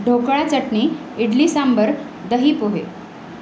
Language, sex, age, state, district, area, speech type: Marathi, female, 30-45, Maharashtra, Nanded, urban, spontaneous